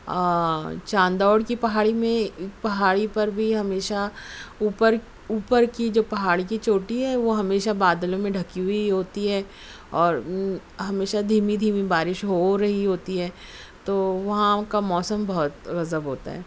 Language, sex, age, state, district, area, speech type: Urdu, female, 45-60, Maharashtra, Nashik, urban, spontaneous